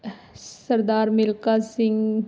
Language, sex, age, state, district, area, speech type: Punjabi, female, 30-45, Punjab, Ludhiana, urban, spontaneous